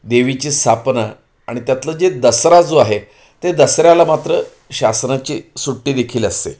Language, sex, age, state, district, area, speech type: Marathi, male, 45-60, Maharashtra, Pune, urban, spontaneous